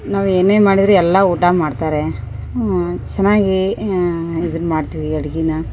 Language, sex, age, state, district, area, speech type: Kannada, female, 30-45, Karnataka, Koppal, urban, spontaneous